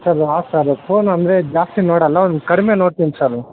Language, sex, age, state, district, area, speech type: Kannada, male, 18-30, Karnataka, Kolar, rural, conversation